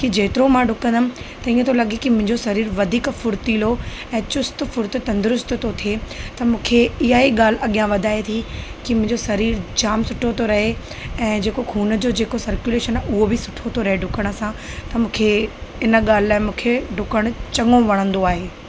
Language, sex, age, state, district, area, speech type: Sindhi, female, 30-45, Gujarat, Kutch, rural, spontaneous